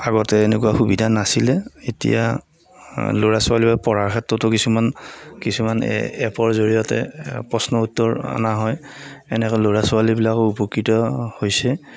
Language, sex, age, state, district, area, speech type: Assamese, male, 45-60, Assam, Darrang, rural, spontaneous